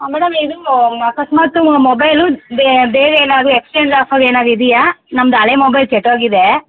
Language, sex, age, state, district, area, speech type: Kannada, female, 30-45, Karnataka, Chamarajanagar, rural, conversation